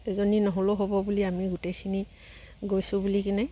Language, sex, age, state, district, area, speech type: Assamese, female, 60+, Assam, Dibrugarh, rural, spontaneous